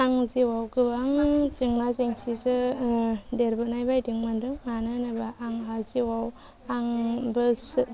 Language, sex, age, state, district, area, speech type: Bodo, female, 30-45, Assam, Baksa, rural, spontaneous